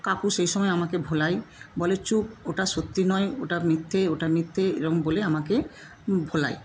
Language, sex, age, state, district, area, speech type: Bengali, female, 60+, West Bengal, Jhargram, rural, spontaneous